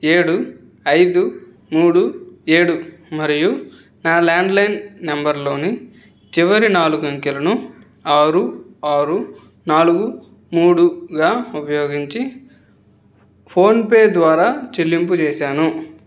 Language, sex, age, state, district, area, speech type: Telugu, male, 18-30, Andhra Pradesh, N T Rama Rao, urban, read